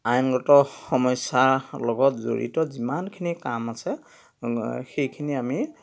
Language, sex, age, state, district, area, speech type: Assamese, male, 45-60, Assam, Dhemaji, rural, spontaneous